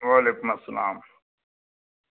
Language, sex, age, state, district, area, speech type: Kashmiri, male, 45-60, Jammu and Kashmir, Srinagar, urban, conversation